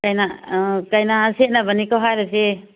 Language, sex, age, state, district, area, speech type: Manipuri, female, 45-60, Manipur, Churachandpur, urban, conversation